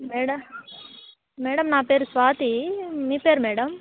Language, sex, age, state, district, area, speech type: Telugu, female, 18-30, Telangana, Khammam, urban, conversation